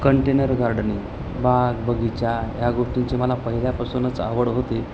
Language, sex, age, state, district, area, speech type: Marathi, male, 30-45, Maharashtra, Nanded, urban, spontaneous